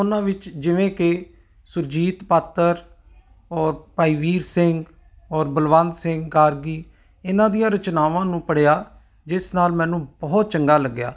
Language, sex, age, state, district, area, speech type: Punjabi, male, 45-60, Punjab, Ludhiana, urban, spontaneous